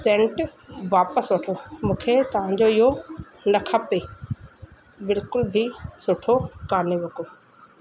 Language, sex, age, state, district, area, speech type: Sindhi, male, 45-60, Madhya Pradesh, Katni, urban, spontaneous